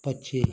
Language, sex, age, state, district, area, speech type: Hindi, male, 60+, Uttar Pradesh, Mau, rural, read